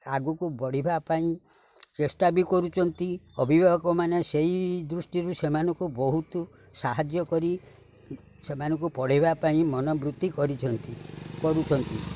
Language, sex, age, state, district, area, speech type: Odia, male, 60+, Odisha, Kendrapara, urban, spontaneous